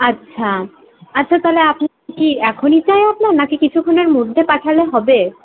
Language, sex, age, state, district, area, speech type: Bengali, female, 30-45, West Bengal, Paschim Bardhaman, urban, conversation